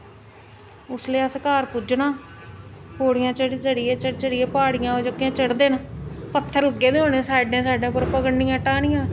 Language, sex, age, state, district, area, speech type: Dogri, female, 30-45, Jammu and Kashmir, Jammu, urban, spontaneous